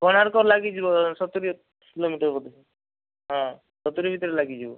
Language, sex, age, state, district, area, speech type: Odia, male, 45-60, Odisha, Kandhamal, rural, conversation